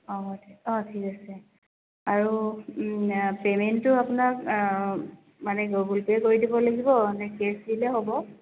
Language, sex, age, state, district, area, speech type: Assamese, female, 45-60, Assam, Dibrugarh, rural, conversation